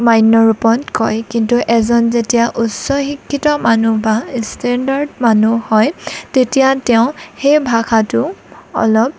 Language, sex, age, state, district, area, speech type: Assamese, female, 18-30, Assam, Lakhimpur, rural, spontaneous